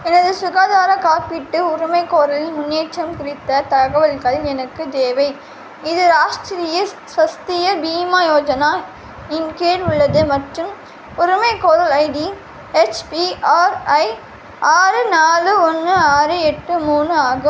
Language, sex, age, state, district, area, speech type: Tamil, female, 18-30, Tamil Nadu, Vellore, urban, read